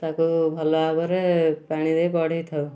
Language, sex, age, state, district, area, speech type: Odia, male, 18-30, Odisha, Kendujhar, urban, spontaneous